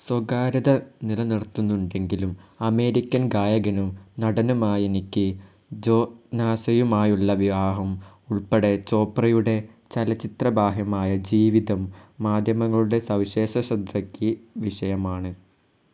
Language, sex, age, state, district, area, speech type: Malayalam, male, 18-30, Kerala, Malappuram, rural, read